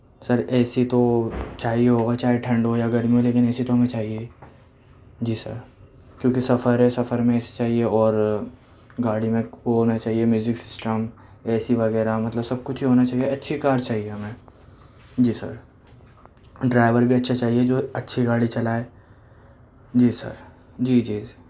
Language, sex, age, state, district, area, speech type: Urdu, male, 18-30, Delhi, Central Delhi, urban, spontaneous